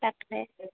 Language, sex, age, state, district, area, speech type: Assamese, female, 18-30, Assam, Nalbari, rural, conversation